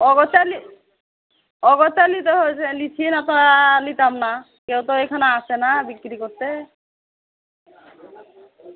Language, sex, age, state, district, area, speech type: Bengali, female, 18-30, West Bengal, Murshidabad, rural, conversation